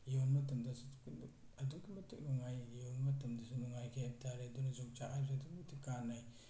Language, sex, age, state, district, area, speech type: Manipuri, male, 18-30, Manipur, Tengnoupal, rural, spontaneous